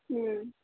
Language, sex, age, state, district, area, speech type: Kannada, female, 18-30, Karnataka, Chitradurga, rural, conversation